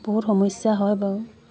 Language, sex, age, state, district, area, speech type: Assamese, female, 30-45, Assam, Dibrugarh, rural, spontaneous